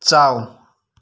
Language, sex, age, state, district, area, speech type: Manipuri, male, 18-30, Manipur, Imphal West, rural, read